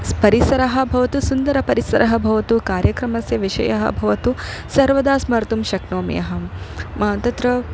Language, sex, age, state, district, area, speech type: Sanskrit, female, 30-45, Karnataka, Dharwad, urban, spontaneous